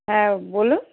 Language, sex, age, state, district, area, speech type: Bengali, female, 45-60, West Bengal, North 24 Parganas, urban, conversation